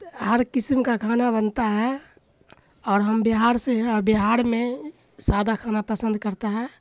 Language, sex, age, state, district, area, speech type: Urdu, female, 60+, Bihar, Khagaria, rural, spontaneous